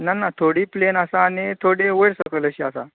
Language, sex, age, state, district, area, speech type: Goan Konkani, male, 18-30, Goa, Canacona, rural, conversation